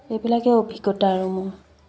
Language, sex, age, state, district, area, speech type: Assamese, female, 30-45, Assam, Dibrugarh, rural, spontaneous